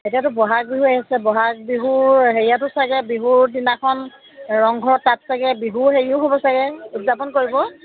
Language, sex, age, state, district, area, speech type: Assamese, female, 30-45, Assam, Sivasagar, rural, conversation